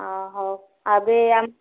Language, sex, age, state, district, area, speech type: Odia, female, 45-60, Odisha, Gajapati, rural, conversation